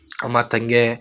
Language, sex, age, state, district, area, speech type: Kannada, male, 18-30, Karnataka, Gulbarga, urban, spontaneous